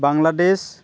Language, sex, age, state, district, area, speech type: Assamese, male, 18-30, Assam, Dibrugarh, rural, spontaneous